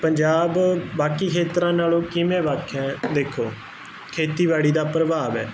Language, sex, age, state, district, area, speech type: Punjabi, male, 18-30, Punjab, Kapurthala, urban, spontaneous